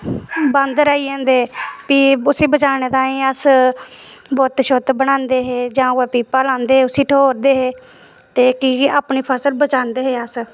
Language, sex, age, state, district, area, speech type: Dogri, female, 30-45, Jammu and Kashmir, Reasi, rural, spontaneous